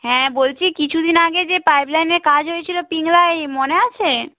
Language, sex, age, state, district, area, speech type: Bengali, female, 30-45, West Bengal, Purba Medinipur, rural, conversation